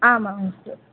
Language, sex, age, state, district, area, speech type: Sanskrit, female, 18-30, Kerala, Palakkad, rural, conversation